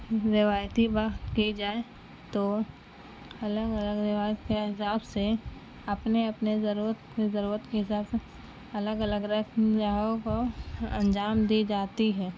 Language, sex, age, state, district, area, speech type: Urdu, female, 30-45, Bihar, Gaya, rural, spontaneous